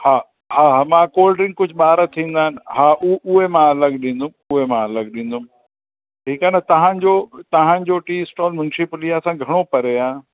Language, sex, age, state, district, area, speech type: Sindhi, male, 45-60, Uttar Pradesh, Lucknow, rural, conversation